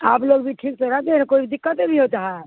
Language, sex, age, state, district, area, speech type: Urdu, female, 60+, Bihar, Supaul, rural, conversation